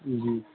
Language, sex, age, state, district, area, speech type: Urdu, male, 18-30, Bihar, Purnia, rural, conversation